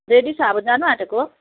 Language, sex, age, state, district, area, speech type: Nepali, female, 30-45, West Bengal, Kalimpong, rural, conversation